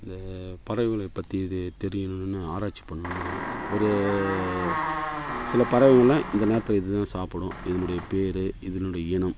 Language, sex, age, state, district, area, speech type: Tamil, male, 45-60, Tamil Nadu, Kallakurichi, rural, spontaneous